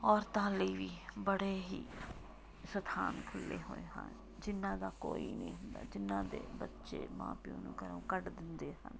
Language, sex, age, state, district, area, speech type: Punjabi, female, 45-60, Punjab, Tarn Taran, rural, spontaneous